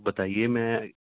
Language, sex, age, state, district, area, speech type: Urdu, male, 45-60, Uttar Pradesh, Ghaziabad, urban, conversation